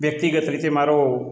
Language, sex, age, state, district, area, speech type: Gujarati, male, 45-60, Gujarat, Amreli, rural, spontaneous